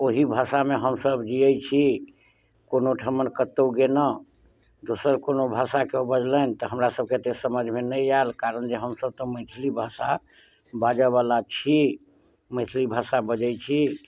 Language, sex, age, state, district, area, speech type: Maithili, male, 60+, Bihar, Muzaffarpur, rural, spontaneous